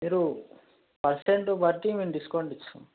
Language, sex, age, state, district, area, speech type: Telugu, male, 18-30, Telangana, Mahbubnagar, urban, conversation